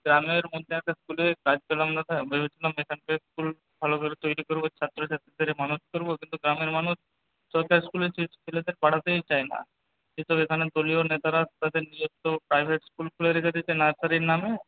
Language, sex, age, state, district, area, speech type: Bengali, male, 45-60, West Bengal, Paschim Medinipur, rural, conversation